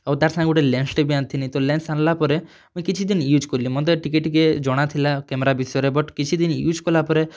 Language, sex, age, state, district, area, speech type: Odia, male, 30-45, Odisha, Kalahandi, rural, spontaneous